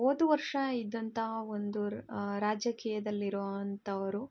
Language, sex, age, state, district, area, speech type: Kannada, female, 18-30, Karnataka, Chitradurga, rural, spontaneous